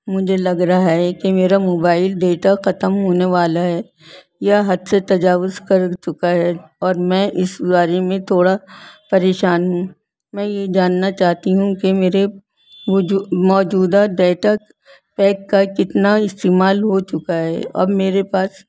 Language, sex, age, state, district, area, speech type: Urdu, female, 60+, Delhi, North East Delhi, urban, spontaneous